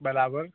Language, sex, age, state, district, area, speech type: Gujarati, male, 18-30, Gujarat, Ahmedabad, urban, conversation